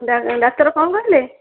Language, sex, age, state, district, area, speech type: Odia, female, 18-30, Odisha, Dhenkanal, rural, conversation